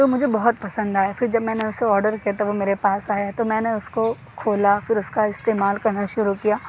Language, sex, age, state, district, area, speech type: Urdu, female, 18-30, Uttar Pradesh, Aligarh, urban, spontaneous